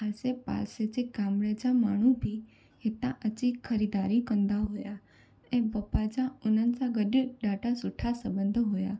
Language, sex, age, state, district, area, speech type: Sindhi, female, 18-30, Gujarat, Junagadh, urban, spontaneous